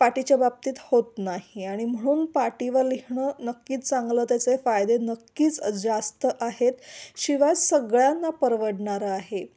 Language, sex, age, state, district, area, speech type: Marathi, female, 45-60, Maharashtra, Kolhapur, urban, spontaneous